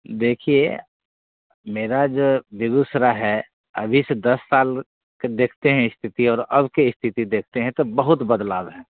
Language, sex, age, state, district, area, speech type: Hindi, male, 30-45, Bihar, Begusarai, urban, conversation